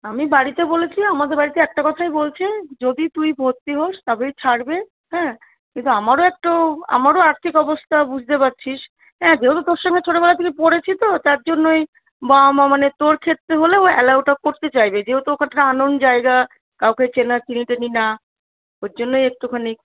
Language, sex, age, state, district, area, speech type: Bengali, female, 45-60, West Bengal, Darjeeling, rural, conversation